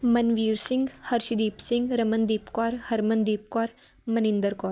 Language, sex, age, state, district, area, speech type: Punjabi, female, 18-30, Punjab, Patiala, urban, spontaneous